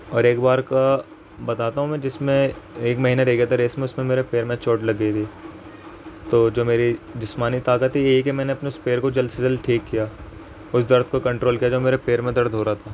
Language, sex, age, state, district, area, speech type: Urdu, male, 18-30, Uttar Pradesh, Ghaziabad, urban, spontaneous